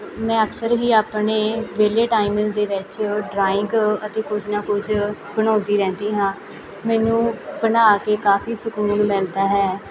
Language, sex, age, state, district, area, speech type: Punjabi, female, 18-30, Punjab, Muktsar, rural, spontaneous